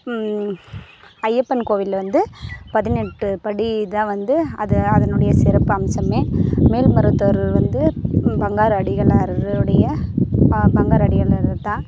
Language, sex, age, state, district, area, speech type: Tamil, female, 18-30, Tamil Nadu, Tiruvannamalai, rural, spontaneous